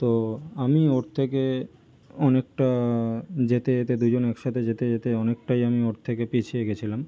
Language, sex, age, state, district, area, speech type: Bengali, male, 18-30, West Bengal, North 24 Parganas, urban, spontaneous